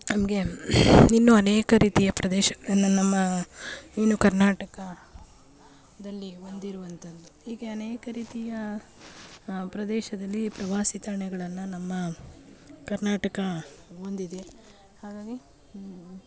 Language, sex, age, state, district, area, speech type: Kannada, female, 30-45, Karnataka, Mandya, urban, spontaneous